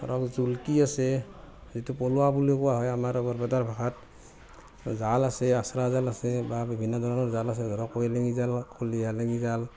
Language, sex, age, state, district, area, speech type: Assamese, male, 45-60, Assam, Barpeta, rural, spontaneous